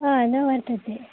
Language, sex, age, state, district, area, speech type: Sanskrit, female, 18-30, Karnataka, Dakshina Kannada, urban, conversation